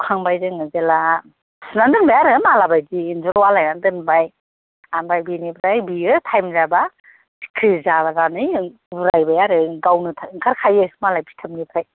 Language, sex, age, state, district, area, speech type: Bodo, female, 60+, Assam, Kokrajhar, urban, conversation